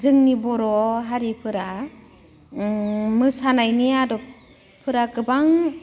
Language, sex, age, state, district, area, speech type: Bodo, female, 45-60, Assam, Udalguri, rural, spontaneous